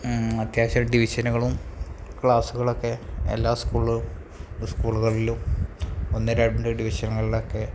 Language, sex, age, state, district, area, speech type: Malayalam, male, 30-45, Kerala, Malappuram, rural, spontaneous